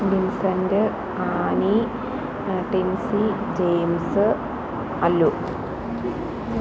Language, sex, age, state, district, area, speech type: Malayalam, female, 30-45, Kerala, Kottayam, rural, spontaneous